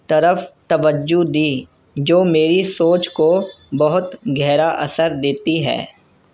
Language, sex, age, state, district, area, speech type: Urdu, male, 18-30, Delhi, North East Delhi, urban, spontaneous